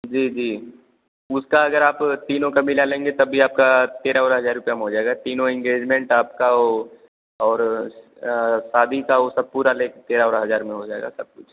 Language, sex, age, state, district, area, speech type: Hindi, male, 18-30, Uttar Pradesh, Azamgarh, rural, conversation